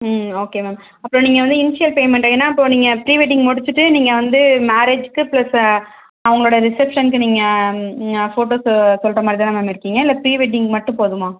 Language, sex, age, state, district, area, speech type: Tamil, female, 30-45, Tamil Nadu, Mayiladuthurai, rural, conversation